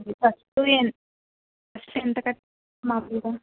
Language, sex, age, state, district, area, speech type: Telugu, female, 60+, Andhra Pradesh, Kakinada, rural, conversation